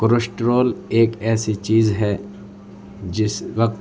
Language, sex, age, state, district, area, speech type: Urdu, male, 18-30, Delhi, East Delhi, urban, spontaneous